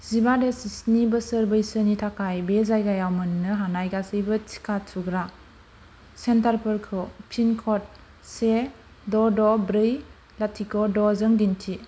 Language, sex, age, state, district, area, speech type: Bodo, female, 18-30, Assam, Baksa, rural, read